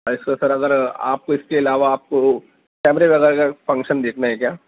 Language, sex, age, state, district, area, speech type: Urdu, male, 30-45, Maharashtra, Nashik, urban, conversation